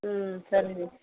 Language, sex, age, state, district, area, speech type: Tamil, female, 45-60, Tamil Nadu, Viluppuram, rural, conversation